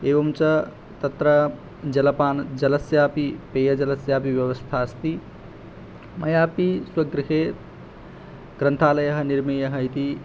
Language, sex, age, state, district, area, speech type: Sanskrit, male, 18-30, Odisha, Angul, rural, spontaneous